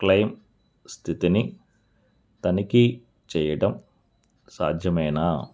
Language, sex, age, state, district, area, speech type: Telugu, male, 45-60, Andhra Pradesh, N T Rama Rao, urban, read